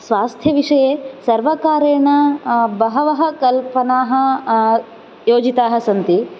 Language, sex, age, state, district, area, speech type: Sanskrit, female, 18-30, Karnataka, Koppal, rural, spontaneous